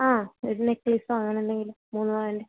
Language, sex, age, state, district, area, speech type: Malayalam, female, 18-30, Kerala, Kasaragod, urban, conversation